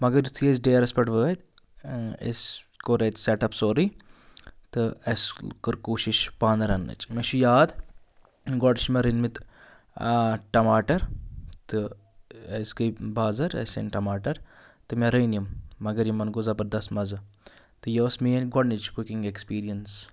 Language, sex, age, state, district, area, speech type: Kashmiri, male, 30-45, Jammu and Kashmir, Anantnag, rural, spontaneous